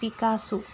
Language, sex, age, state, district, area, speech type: Assamese, female, 45-60, Assam, Charaideo, rural, spontaneous